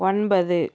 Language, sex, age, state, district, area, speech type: Tamil, female, 18-30, Tamil Nadu, Tiruvallur, urban, read